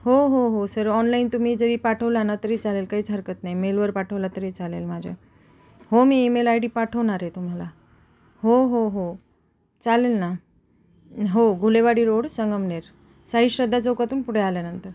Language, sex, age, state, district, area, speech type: Marathi, female, 30-45, Maharashtra, Ahmednagar, urban, spontaneous